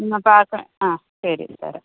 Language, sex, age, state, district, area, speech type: Malayalam, female, 60+, Kerala, Palakkad, rural, conversation